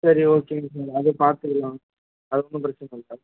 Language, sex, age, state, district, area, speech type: Tamil, male, 18-30, Tamil Nadu, Perambalur, urban, conversation